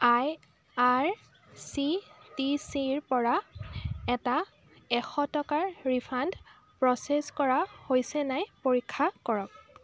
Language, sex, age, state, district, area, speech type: Assamese, female, 30-45, Assam, Dibrugarh, rural, read